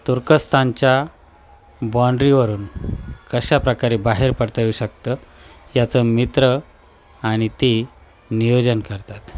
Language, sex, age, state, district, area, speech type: Marathi, male, 45-60, Maharashtra, Nashik, urban, spontaneous